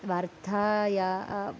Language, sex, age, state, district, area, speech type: Sanskrit, female, 18-30, Karnataka, Bagalkot, rural, spontaneous